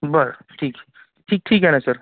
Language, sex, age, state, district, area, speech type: Marathi, male, 30-45, Maharashtra, Wardha, urban, conversation